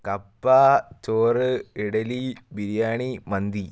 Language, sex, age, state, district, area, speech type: Malayalam, male, 18-30, Kerala, Wayanad, rural, spontaneous